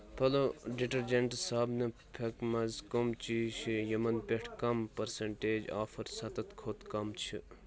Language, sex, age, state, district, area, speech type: Kashmiri, male, 18-30, Jammu and Kashmir, Kupwara, urban, read